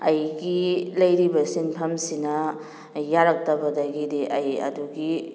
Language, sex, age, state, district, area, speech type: Manipuri, female, 30-45, Manipur, Kakching, rural, spontaneous